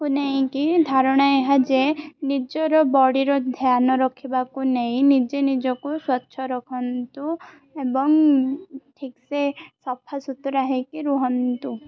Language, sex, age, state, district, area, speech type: Odia, female, 18-30, Odisha, Koraput, urban, spontaneous